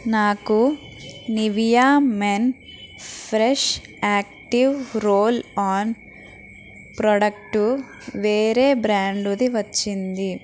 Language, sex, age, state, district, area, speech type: Telugu, female, 45-60, Andhra Pradesh, East Godavari, rural, read